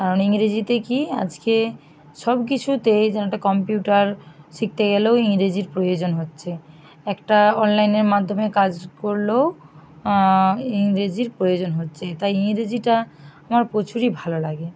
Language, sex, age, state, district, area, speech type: Bengali, female, 45-60, West Bengal, Bankura, urban, spontaneous